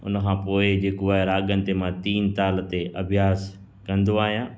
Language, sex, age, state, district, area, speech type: Sindhi, male, 45-60, Gujarat, Kutch, urban, spontaneous